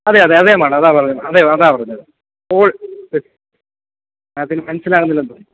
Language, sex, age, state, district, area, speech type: Malayalam, male, 18-30, Kerala, Kottayam, rural, conversation